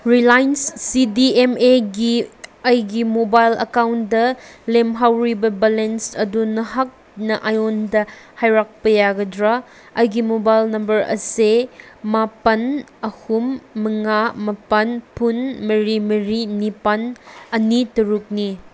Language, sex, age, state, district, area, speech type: Manipuri, female, 18-30, Manipur, Senapati, rural, read